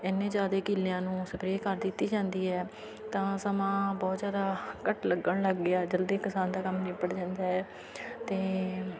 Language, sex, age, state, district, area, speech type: Punjabi, female, 30-45, Punjab, Fatehgarh Sahib, rural, spontaneous